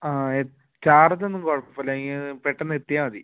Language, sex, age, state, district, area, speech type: Malayalam, male, 18-30, Kerala, Kozhikode, urban, conversation